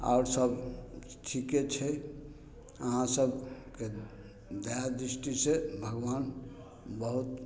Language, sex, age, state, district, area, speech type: Maithili, male, 45-60, Bihar, Samastipur, rural, spontaneous